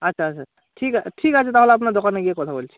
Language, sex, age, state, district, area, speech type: Bengali, male, 45-60, West Bengal, Hooghly, urban, conversation